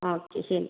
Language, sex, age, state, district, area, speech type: Malayalam, female, 18-30, Kerala, Kasaragod, rural, conversation